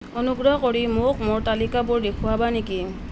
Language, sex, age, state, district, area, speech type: Assamese, female, 30-45, Assam, Nalbari, rural, read